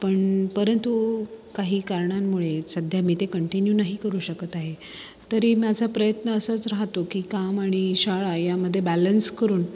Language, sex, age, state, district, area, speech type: Marathi, female, 30-45, Maharashtra, Buldhana, urban, spontaneous